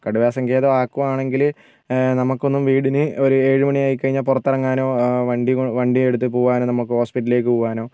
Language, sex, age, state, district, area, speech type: Malayalam, male, 45-60, Kerala, Wayanad, rural, spontaneous